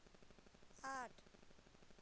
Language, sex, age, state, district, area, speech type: Hindi, female, 18-30, Bihar, Madhepura, rural, read